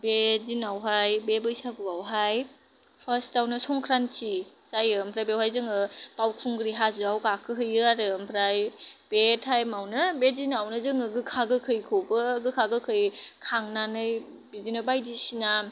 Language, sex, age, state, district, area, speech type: Bodo, female, 18-30, Assam, Kokrajhar, rural, spontaneous